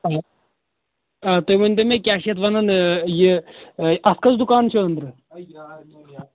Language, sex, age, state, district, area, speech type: Kashmiri, male, 30-45, Jammu and Kashmir, Anantnag, rural, conversation